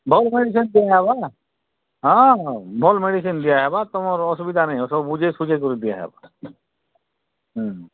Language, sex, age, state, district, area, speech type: Odia, male, 45-60, Odisha, Kalahandi, rural, conversation